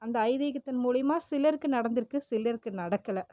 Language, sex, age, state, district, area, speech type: Tamil, female, 30-45, Tamil Nadu, Erode, rural, spontaneous